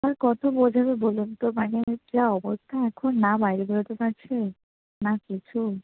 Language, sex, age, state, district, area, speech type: Bengali, female, 18-30, West Bengal, Howrah, urban, conversation